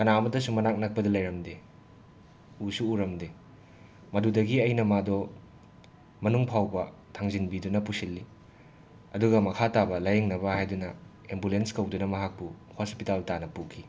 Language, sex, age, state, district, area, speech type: Manipuri, male, 30-45, Manipur, Imphal West, urban, spontaneous